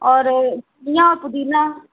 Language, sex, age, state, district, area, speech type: Hindi, female, 30-45, Uttar Pradesh, Sitapur, rural, conversation